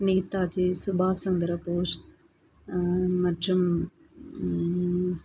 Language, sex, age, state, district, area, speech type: Tamil, male, 18-30, Tamil Nadu, Dharmapuri, rural, spontaneous